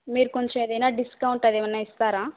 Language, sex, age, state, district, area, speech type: Telugu, female, 18-30, Andhra Pradesh, Kadapa, rural, conversation